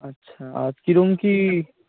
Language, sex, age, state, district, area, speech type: Bengali, male, 18-30, West Bengal, Bankura, urban, conversation